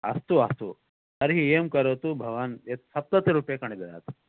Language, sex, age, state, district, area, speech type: Sanskrit, male, 45-60, Karnataka, Bangalore Urban, urban, conversation